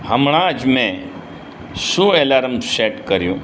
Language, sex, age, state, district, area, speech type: Gujarati, male, 60+, Gujarat, Aravalli, urban, read